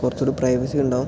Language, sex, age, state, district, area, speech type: Malayalam, male, 18-30, Kerala, Palakkad, rural, spontaneous